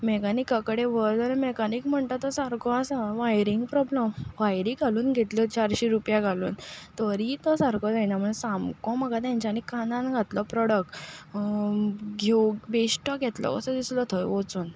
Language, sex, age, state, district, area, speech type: Goan Konkani, female, 45-60, Goa, Ponda, rural, spontaneous